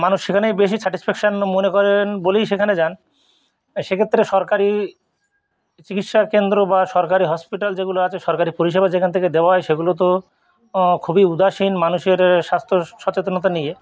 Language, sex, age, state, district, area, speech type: Bengali, male, 45-60, West Bengal, North 24 Parganas, rural, spontaneous